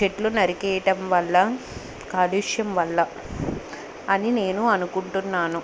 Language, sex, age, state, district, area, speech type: Telugu, female, 18-30, Telangana, Hyderabad, urban, spontaneous